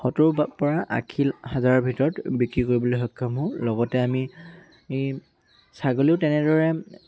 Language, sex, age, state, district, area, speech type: Assamese, male, 18-30, Assam, Dhemaji, urban, spontaneous